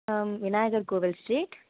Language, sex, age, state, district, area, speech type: Tamil, female, 18-30, Tamil Nadu, Tiruvallur, rural, conversation